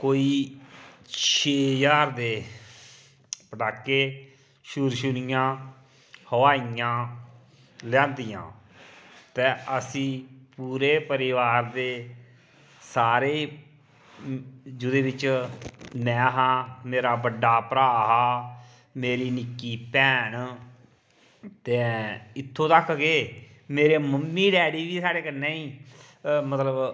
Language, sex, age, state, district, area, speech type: Dogri, male, 45-60, Jammu and Kashmir, Kathua, rural, spontaneous